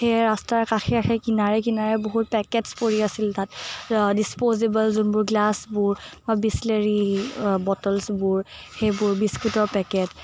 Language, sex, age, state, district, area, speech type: Assamese, female, 18-30, Assam, Morigaon, urban, spontaneous